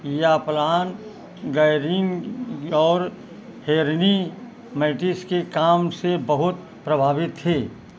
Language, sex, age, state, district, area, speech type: Hindi, male, 60+, Uttar Pradesh, Ayodhya, rural, read